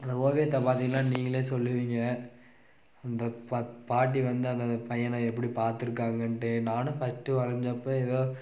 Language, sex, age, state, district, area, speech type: Tamil, male, 18-30, Tamil Nadu, Dharmapuri, rural, spontaneous